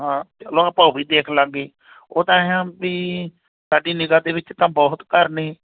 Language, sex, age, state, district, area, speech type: Punjabi, male, 45-60, Punjab, Moga, rural, conversation